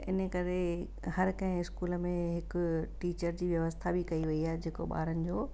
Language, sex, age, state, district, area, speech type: Sindhi, female, 60+, Rajasthan, Ajmer, urban, spontaneous